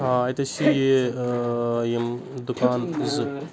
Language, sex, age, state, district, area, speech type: Kashmiri, male, 18-30, Jammu and Kashmir, Anantnag, rural, spontaneous